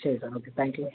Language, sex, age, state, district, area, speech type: Malayalam, male, 18-30, Kerala, Kasaragod, urban, conversation